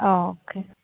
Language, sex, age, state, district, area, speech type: Malayalam, female, 18-30, Kerala, Ernakulam, urban, conversation